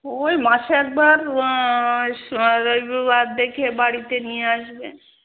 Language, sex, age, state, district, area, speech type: Bengali, female, 60+, West Bengal, Darjeeling, urban, conversation